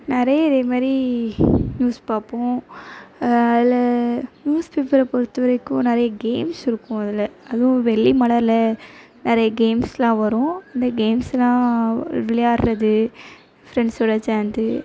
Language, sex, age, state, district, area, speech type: Tamil, female, 18-30, Tamil Nadu, Thoothukudi, rural, spontaneous